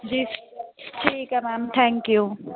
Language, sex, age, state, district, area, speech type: Punjabi, female, 30-45, Punjab, Shaheed Bhagat Singh Nagar, rural, conversation